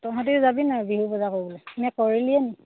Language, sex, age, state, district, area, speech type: Assamese, female, 30-45, Assam, Sivasagar, rural, conversation